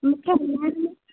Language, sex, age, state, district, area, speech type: Sindhi, female, 30-45, Gujarat, Surat, urban, conversation